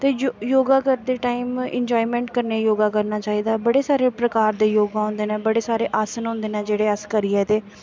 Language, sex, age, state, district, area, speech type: Dogri, female, 18-30, Jammu and Kashmir, Samba, rural, spontaneous